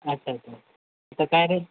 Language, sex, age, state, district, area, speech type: Marathi, male, 45-60, Maharashtra, Nanded, rural, conversation